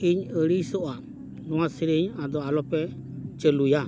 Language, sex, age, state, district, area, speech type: Santali, male, 45-60, West Bengal, Dakshin Dinajpur, rural, read